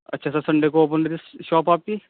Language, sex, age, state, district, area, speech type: Urdu, male, 18-30, Delhi, East Delhi, urban, conversation